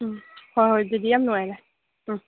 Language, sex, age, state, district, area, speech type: Manipuri, female, 18-30, Manipur, Kangpokpi, urban, conversation